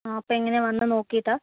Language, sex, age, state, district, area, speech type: Malayalam, female, 18-30, Kerala, Wayanad, rural, conversation